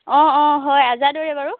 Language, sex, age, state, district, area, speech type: Assamese, female, 18-30, Assam, Lakhimpur, rural, conversation